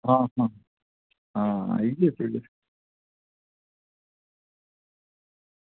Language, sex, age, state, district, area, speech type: Dogri, male, 30-45, Jammu and Kashmir, Udhampur, rural, conversation